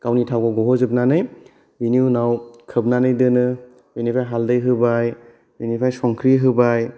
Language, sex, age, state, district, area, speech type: Bodo, male, 18-30, Assam, Kokrajhar, urban, spontaneous